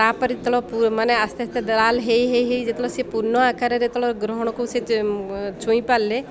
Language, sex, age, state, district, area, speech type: Odia, female, 30-45, Odisha, Koraput, urban, spontaneous